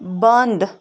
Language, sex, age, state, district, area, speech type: Kashmiri, female, 18-30, Jammu and Kashmir, Budgam, rural, read